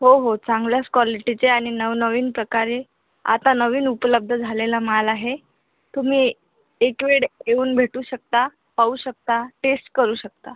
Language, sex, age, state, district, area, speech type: Marathi, female, 18-30, Maharashtra, Akola, rural, conversation